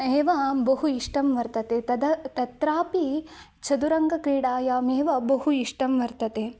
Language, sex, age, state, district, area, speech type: Sanskrit, female, 18-30, Karnataka, Chikkamagaluru, rural, spontaneous